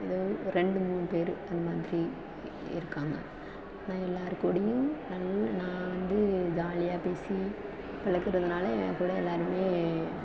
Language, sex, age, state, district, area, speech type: Tamil, female, 18-30, Tamil Nadu, Thanjavur, rural, spontaneous